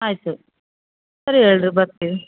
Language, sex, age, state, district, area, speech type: Kannada, female, 30-45, Karnataka, Bellary, rural, conversation